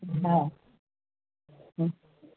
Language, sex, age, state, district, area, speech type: Sindhi, female, 45-60, Uttar Pradesh, Lucknow, rural, conversation